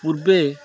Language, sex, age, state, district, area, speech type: Odia, male, 45-60, Odisha, Kendrapara, urban, spontaneous